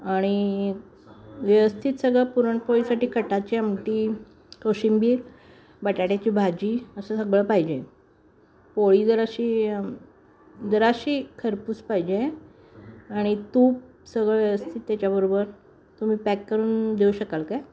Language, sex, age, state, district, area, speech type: Marathi, female, 45-60, Maharashtra, Sangli, urban, spontaneous